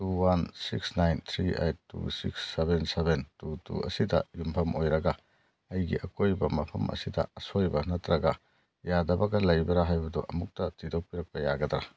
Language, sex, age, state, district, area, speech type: Manipuri, male, 60+, Manipur, Churachandpur, urban, read